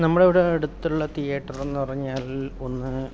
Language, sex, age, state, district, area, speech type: Malayalam, male, 45-60, Kerala, Kasaragod, rural, spontaneous